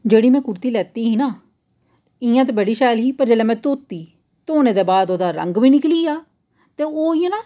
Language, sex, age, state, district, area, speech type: Dogri, female, 30-45, Jammu and Kashmir, Jammu, urban, spontaneous